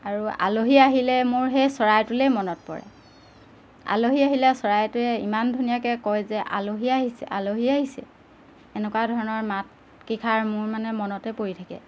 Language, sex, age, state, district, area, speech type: Assamese, female, 30-45, Assam, Golaghat, urban, spontaneous